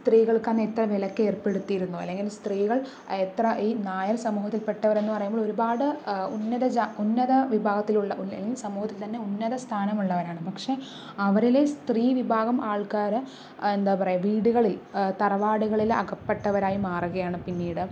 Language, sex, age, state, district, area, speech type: Malayalam, female, 45-60, Kerala, Palakkad, rural, spontaneous